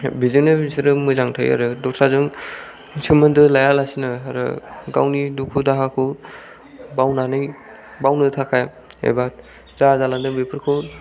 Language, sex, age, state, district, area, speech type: Bodo, male, 18-30, Assam, Kokrajhar, rural, spontaneous